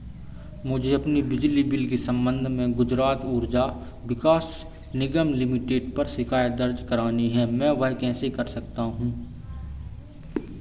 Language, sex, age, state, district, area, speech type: Hindi, male, 18-30, Madhya Pradesh, Seoni, urban, read